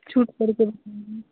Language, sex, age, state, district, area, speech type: Hindi, female, 18-30, Bihar, Muzaffarpur, rural, conversation